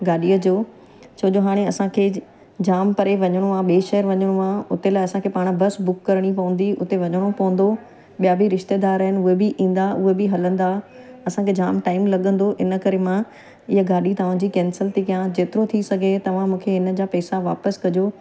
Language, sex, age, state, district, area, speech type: Sindhi, female, 45-60, Gujarat, Surat, urban, spontaneous